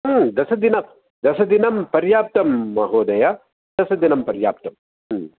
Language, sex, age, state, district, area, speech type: Sanskrit, male, 60+, Tamil Nadu, Coimbatore, urban, conversation